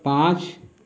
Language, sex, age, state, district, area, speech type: Hindi, male, 60+, Uttar Pradesh, Mau, rural, read